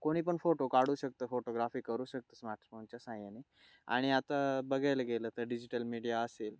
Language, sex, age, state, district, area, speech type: Marathi, male, 18-30, Maharashtra, Nashik, urban, spontaneous